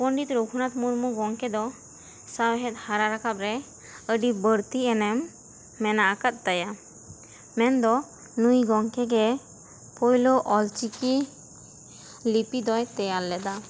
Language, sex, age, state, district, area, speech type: Santali, female, 18-30, West Bengal, Bankura, rural, spontaneous